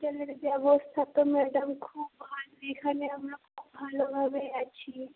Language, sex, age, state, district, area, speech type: Bengali, female, 18-30, West Bengal, Murshidabad, rural, conversation